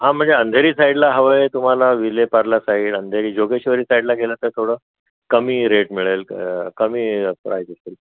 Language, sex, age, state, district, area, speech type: Marathi, male, 60+, Maharashtra, Mumbai Suburban, urban, conversation